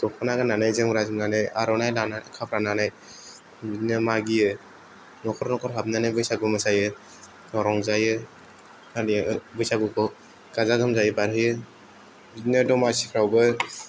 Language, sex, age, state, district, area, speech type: Bodo, male, 18-30, Assam, Kokrajhar, rural, spontaneous